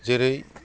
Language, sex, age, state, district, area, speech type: Bodo, male, 30-45, Assam, Udalguri, urban, spontaneous